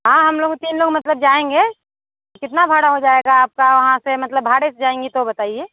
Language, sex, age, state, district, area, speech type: Hindi, female, 45-60, Uttar Pradesh, Mirzapur, rural, conversation